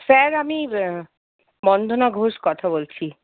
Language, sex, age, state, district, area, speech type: Bengali, female, 60+, West Bengal, Paschim Bardhaman, urban, conversation